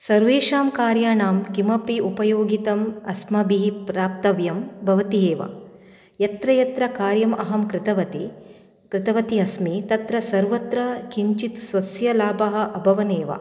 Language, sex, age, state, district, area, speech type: Sanskrit, female, 30-45, Karnataka, Dakshina Kannada, urban, spontaneous